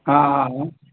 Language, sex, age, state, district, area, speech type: Sindhi, male, 60+, Maharashtra, Mumbai City, urban, conversation